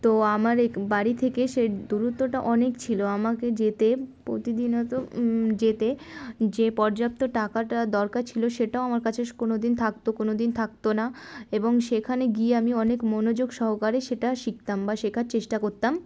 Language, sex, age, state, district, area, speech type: Bengali, female, 18-30, West Bengal, Darjeeling, urban, spontaneous